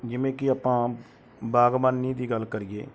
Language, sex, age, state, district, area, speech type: Punjabi, male, 30-45, Punjab, Mansa, urban, spontaneous